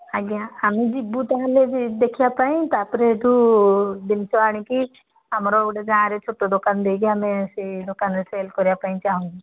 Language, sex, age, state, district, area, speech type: Odia, female, 60+, Odisha, Jharsuguda, rural, conversation